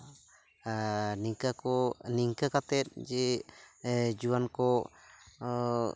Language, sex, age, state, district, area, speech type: Santali, male, 18-30, West Bengal, Purulia, rural, spontaneous